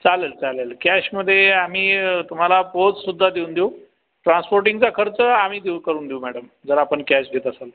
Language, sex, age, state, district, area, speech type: Marathi, male, 45-60, Maharashtra, Buldhana, rural, conversation